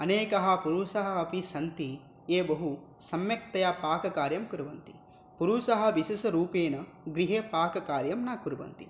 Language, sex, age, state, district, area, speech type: Sanskrit, male, 18-30, West Bengal, Dakshin Dinajpur, rural, spontaneous